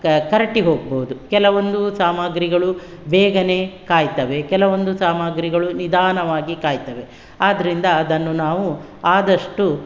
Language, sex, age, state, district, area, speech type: Kannada, female, 60+, Karnataka, Udupi, rural, spontaneous